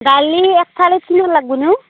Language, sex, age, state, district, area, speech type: Assamese, female, 45-60, Assam, Darrang, rural, conversation